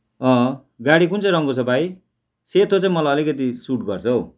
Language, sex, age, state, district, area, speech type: Nepali, male, 60+, West Bengal, Darjeeling, rural, spontaneous